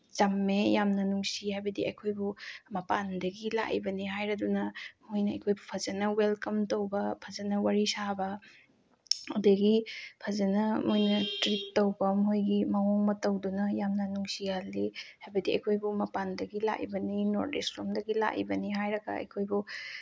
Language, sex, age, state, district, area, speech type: Manipuri, female, 18-30, Manipur, Bishnupur, rural, spontaneous